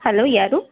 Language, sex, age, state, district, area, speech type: Kannada, female, 18-30, Karnataka, Chamarajanagar, rural, conversation